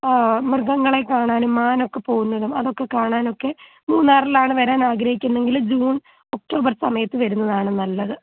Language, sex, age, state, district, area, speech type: Malayalam, female, 18-30, Kerala, Kottayam, rural, conversation